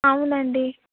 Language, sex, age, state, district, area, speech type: Telugu, female, 18-30, Telangana, Vikarabad, rural, conversation